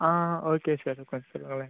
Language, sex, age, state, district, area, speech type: Tamil, male, 18-30, Tamil Nadu, Viluppuram, urban, conversation